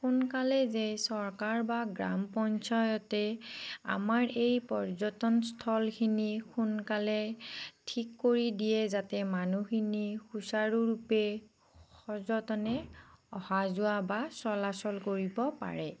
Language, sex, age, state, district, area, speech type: Assamese, female, 30-45, Assam, Nagaon, rural, spontaneous